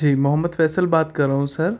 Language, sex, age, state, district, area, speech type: Urdu, male, 18-30, Delhi, North East Delhi, urban, spontaneous